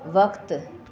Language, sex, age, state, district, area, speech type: Sindhi, female, 45-60, Delhi, South Delhi, urban, read